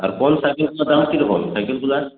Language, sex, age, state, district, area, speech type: Bengali, male, 18-30, West Bengal, Purulia, rural, conversation